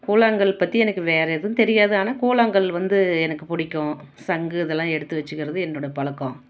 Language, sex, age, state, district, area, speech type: Tamil, female, 30-45, Tamil Nadu, Salem, rural, spontaneous